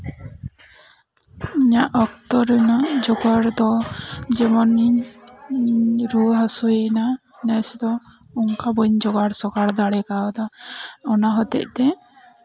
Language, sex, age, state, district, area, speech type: Santali, female, 30-45, West Bengal, Bankura, rural, spontaneous